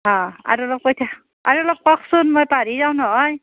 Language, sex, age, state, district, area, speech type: Assamese, female, 45-60, Assam, Nalbari, rural, conversation